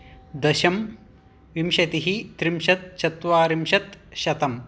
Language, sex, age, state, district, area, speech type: Sanskrit, male, 18-30, Karnataka, Vijayanagara, urban, spontaneous